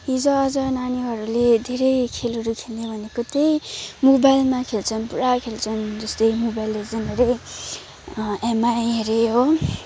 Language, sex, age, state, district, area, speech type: Nepali, female, 18-30, West Bengal, Kalimpong, rural, spontaneous